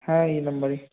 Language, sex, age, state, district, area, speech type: Bengali, male, 30-45, West Bengal, Bankura, urban, conversation